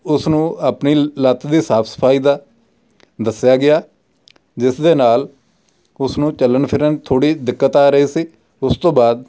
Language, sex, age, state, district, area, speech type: Punjabi, male, 45-60, Punjab, Amritsar, rural, spontaneous